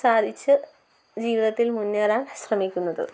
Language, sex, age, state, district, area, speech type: Malayalam, female, 18-30, Kerala, Kottayam, rural, spontaneous